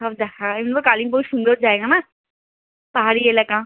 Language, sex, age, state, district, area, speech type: Bengali, female, 18-30, West Bengal, Alipurduar, rural, conversation